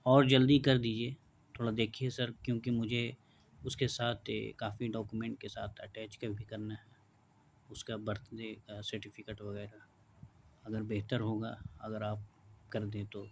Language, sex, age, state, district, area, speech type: Urdu, male, 18-30, Bihar, Gaya, urban, spontaneous